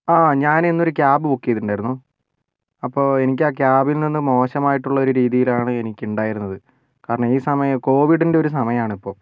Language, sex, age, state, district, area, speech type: Malayalam, male, 60+, Kerala, Wayanad, rural, spontaneous